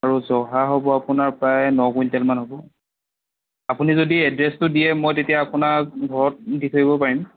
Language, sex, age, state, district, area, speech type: Assamese, male, 30-45, Assam, Golaghat, urban, conversation